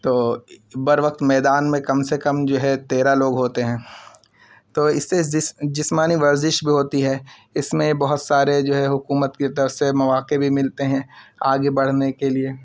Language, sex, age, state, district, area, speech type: Urdu, male, 18-30, Uttar Pradesh, Siddharthnagar, rural, spontaneous